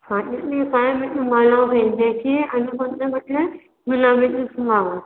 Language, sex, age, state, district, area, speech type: Marathi, female, 18-30, Maharashtra, Nagpur, urban, conversation